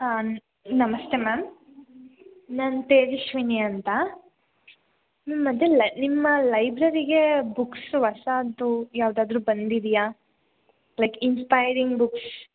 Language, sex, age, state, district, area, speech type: Kannada, female, 18-30, Karnataka, Hassan, urban, conversation